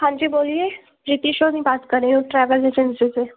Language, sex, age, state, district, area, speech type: Hindi, female, 30-45, Madhya Pradesh, Gwalior, rural, conversation